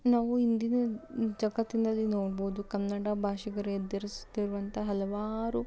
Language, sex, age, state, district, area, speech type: Kannada, female, 30-45, Karnataka, Davanagere, rural, spontaneous